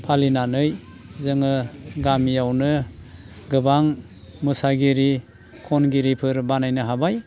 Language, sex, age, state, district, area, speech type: Bodo, male, 60+, Assam, Baksa, urban, spontaneous